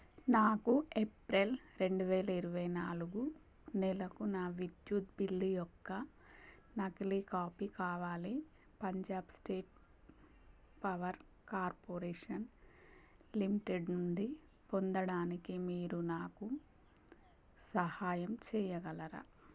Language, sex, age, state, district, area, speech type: Telugu, female, 30-45, Telangana, Warangal, rural, read